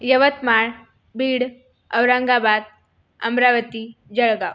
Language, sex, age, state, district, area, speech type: Marathi, female, 18-30, Maharashtra, Buldhana, rural, spontaneous